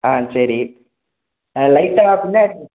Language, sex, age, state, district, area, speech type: Tamil, male, 18-30, Tamil Nadu, Sivaganga, rural, conversation